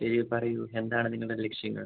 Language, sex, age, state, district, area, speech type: Malayalam, male, 18-30, Kerala, Idukki, urban, conversation